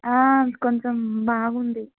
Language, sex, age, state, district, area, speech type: Telugu, female, 18-30, Telangana, Vikarabad, urban, conversation